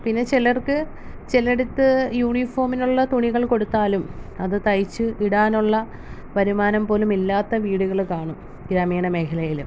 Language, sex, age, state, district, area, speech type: Malayalam, female, 30-45, Kerala, Alappuzha, rural, spontaneous